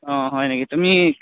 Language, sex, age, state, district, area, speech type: Assamese, male, 18-30, Assam, Majuli, urban, conversation